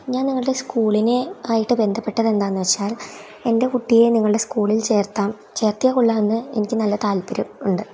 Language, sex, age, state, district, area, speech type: Malayalam, female, 18-30, Kerala, Thrissur, rural, spontaneous